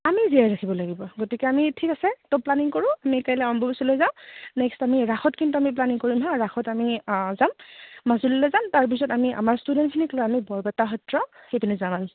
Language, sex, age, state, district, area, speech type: Assamese, female, 30-45, Assam, Goalpara, urban, conversation